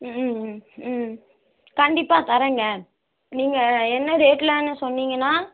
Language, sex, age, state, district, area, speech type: Tamil, female, 18-30, Tamil Nadu, Ranipet, rural, conversation